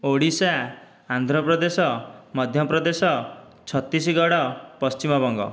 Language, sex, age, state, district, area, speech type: Odia, male, 30-45, Odisha, Dhenkanal, rural, spontaneous